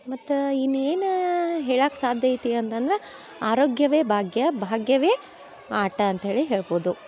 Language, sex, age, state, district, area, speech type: Kannada, female, 30-45, Karnataka, Dharwad, urban, spontaneous